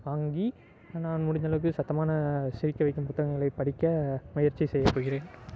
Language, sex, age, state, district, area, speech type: Tamil, male, 18-30, Tamil Nadu, Salem, urban, spontaneous